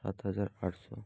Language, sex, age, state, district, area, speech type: Bengali, male, 18-30, West Bengal, North 24 Parganas, rural, spontaneous